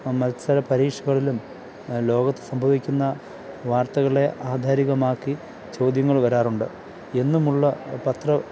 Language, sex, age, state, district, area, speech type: Malayalam, male, 30-45, Kerala, Thiruvananthapuram, rural, spontaneous